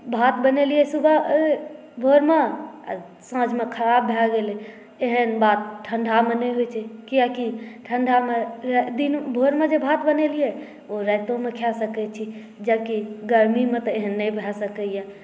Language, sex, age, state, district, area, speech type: Maithili, female, 18-30, Bihar, Saharsa, urban, spontaneous